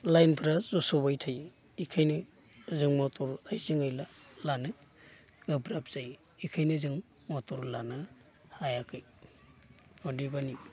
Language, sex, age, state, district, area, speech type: Bodo, male, 45-60, Assam, Baksa, urban, spontaneous